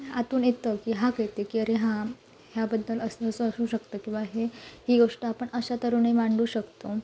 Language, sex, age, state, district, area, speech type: Marathi, female, 18-30, Maharashtra, Sindhudurg, rural, spontaneous